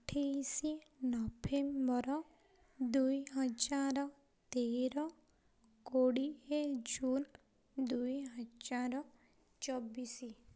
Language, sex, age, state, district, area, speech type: Odia, female, 18-30, Odisha, Ganjam, urban, spontaneous